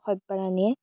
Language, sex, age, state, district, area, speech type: Assamese, female, 18-30, Assam, Darrang, rural, spontaneous